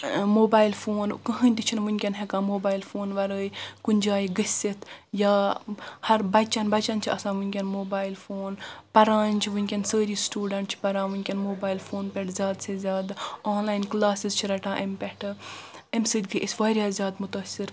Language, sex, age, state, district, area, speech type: Kashmiri, female, 18-30, Jammu and Kashmir, Baramulla, rural, spontaneous